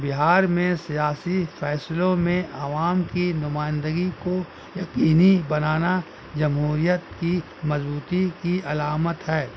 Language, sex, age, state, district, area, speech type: Urdu, male, 60+, Bihar, Gaya, urban, spontaneous